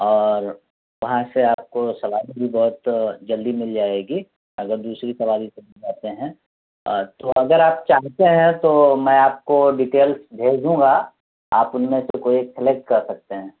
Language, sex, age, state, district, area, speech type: Urdu, female, 30-45, Uttar Pradesh, Gautam Buddha Nagar, rural, conversation